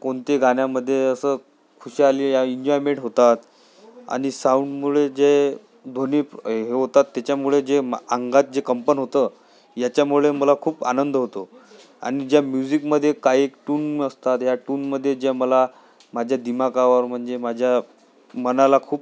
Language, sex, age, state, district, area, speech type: Marathi, male, 18-30, Maharashtra, Amravati, urban, spontaneous